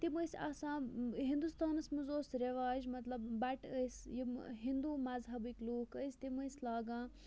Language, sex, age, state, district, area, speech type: Kashmiri, female, 45-60, Jammu and Kashmir, Bandipora, rural, spontaneous